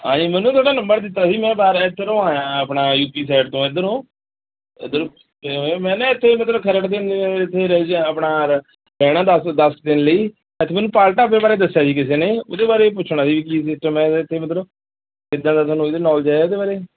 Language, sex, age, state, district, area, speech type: Punjabi, male, 30-45, Punjab, Mohali, urban, conversation